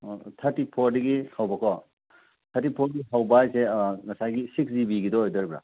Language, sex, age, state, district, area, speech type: Manipuri, male, 30-45, Manipur, Churachandpur, rural, conversation